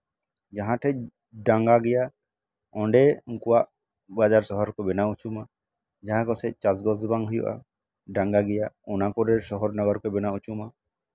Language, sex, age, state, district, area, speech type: Santali, male, 30-45, West Bengal, Birbhum, rural, spontaneous